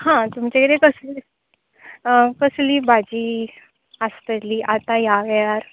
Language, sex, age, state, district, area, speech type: Goan Konkani, female, 18-30, Goa, Tiswadi, rural, conversation